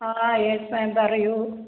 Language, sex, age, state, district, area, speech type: Malayalam, female, 60+, Kerala, Malappuram, rural, conversation